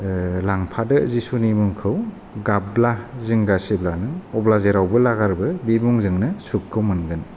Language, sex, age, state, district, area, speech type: Bodo, male, 30-45, Assam, Kokrajhar, rural, spontaneous